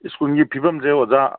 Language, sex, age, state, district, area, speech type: Manipuri, male, 45-60, Manipur, Kangpokpi, urban, conversation